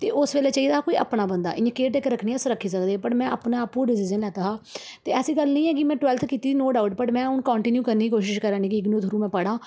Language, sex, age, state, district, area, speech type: Dogri, female, 30-45, Jammu and Kashmir, Udhampur, urban, spontaneous